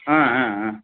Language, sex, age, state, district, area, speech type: Tamil, male, 45-60, Tamil Nadu, Krishnagiri, rural, conversation